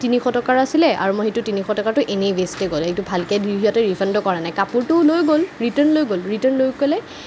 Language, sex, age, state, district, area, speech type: Assamese, female, 18-30, Assam, Kamrup Metropolitan, urban, spontaneous